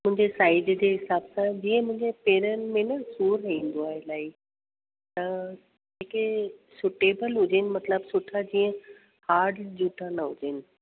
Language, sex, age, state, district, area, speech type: Sindhi, female, 45-60, Delhi, South Delhi, urban, conversation